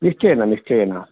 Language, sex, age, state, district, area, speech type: Sanskrit, male, 30-45, Karnataka, Dakshina Kannada, rural, conversation